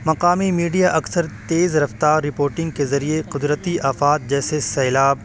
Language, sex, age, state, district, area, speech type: Urdu, male, 18-30, Uttar Pradesh, Saharanpur, urban, spontaneous